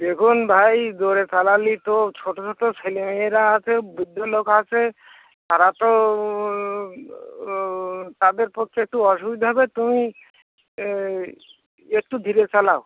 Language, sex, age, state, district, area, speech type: Bengali, male, 60+, West Bengal, North 24 Parganas, rural, conversation